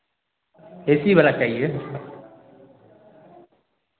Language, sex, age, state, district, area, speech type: Hindi, male, 18-30, Bihar, Vaishali, rural, conversation